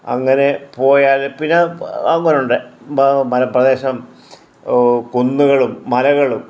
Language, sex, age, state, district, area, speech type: Malayalam, male, 60+, Kerala, Kottayam, rural, spontaneous